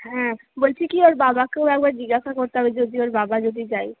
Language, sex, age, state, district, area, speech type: Bengali, female, 18-30, West Bengal, Purba Bardhaman, urban, conversation